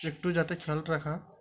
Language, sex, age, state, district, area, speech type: Bengali, male, 18-30, West Bengal, Uttar Dinajpur, urban, spontaneous